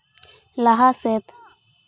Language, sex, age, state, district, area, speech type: Santali, female, 18-30, West Bengal, Purulia, rural, read